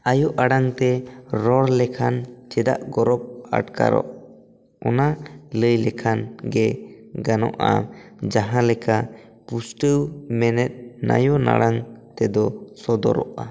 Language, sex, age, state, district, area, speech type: Santali, male, 18-30, West Bengal, Bankura, rural, spontaneous